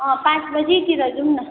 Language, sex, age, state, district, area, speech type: Nepali, female, 18-30, West Bengal, Darjeeling, rural, conversation